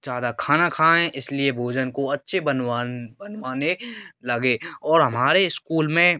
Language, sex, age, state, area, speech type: Hindi, male, 18-30, Rajasthan, rural, spontaneous